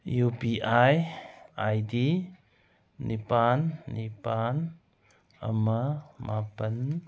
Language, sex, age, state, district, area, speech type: Manipuri, male, 60+, Manipur, Kangpokpi, urban, read